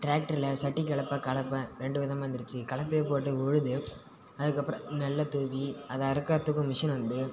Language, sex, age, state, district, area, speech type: Tamil, male, 18-30, Tamil Nadu, Cuddalore, rural, spontaneous